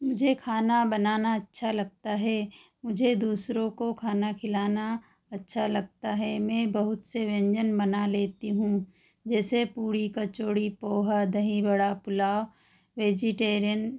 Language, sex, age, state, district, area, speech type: Hindi, female, 45-60, Madhya Pradesh, Ujjain, urban, spontaneous